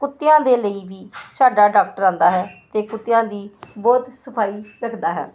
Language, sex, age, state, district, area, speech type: Punjabi, female, 45-60, Punjab, Hoshiarpur, urban, spontaneous